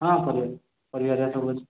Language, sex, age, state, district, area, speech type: Odia, male, 18-30, Odisha, Khordha, rural, conversation